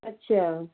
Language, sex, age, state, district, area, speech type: Punjabi, female, 45-60, Punjab, Fazilka, rural, conversation